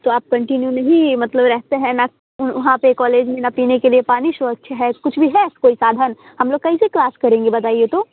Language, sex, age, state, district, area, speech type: Hindi, female, 18-30, Bihar, Muzaffarpur, rural, conversation